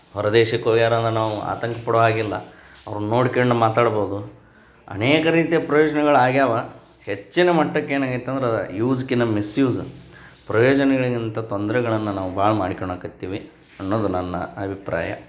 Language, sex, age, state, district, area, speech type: Kannada, male, 30-45, Karnataka, Koppal, rural, spontaneous